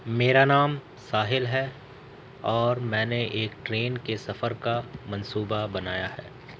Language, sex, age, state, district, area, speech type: Urdu, male, 18-30, Delhi, North East Delhi, urban, spontaneous